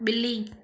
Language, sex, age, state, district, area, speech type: Sindhi, female, 30-45, Gujarat, Surat, urban, read